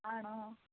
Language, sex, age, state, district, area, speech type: Malayalam, female, 18-30, Kerala, Wayanad, rural, conversation